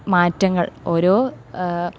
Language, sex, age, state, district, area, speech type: Malayalam, female, 18-30, Kerala, Thrissur, urban, spontaneous